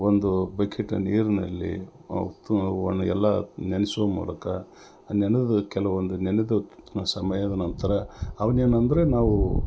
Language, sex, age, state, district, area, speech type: Kannada, male, 60+, Karnataka, Gulbarga, urban, spontaneous